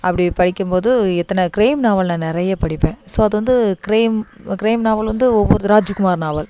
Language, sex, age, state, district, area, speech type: Tamil, female, 30-45, Tamil Nadu, Thoothukudi, urban, spontaneous